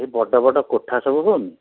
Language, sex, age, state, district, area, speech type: Odia, male, 60+, Odisha, Bhadrak, rural, conversation